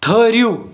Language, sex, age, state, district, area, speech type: Kashmiri, male, 18-30, Jammu and Kashmir, Ganderbal, rural, read